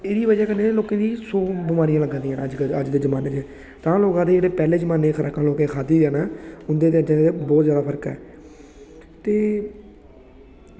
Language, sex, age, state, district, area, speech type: Dogri, male, 18-30, Jammu and Kashmir, Samba, rural, spontaneous